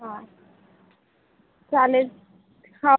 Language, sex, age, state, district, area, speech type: Marathi, female, 30-45, Maharashtra, Amravati, rural, conversation